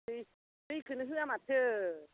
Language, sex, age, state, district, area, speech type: Bodo, female, 45-60, Assam, Udalguri, rural, conversation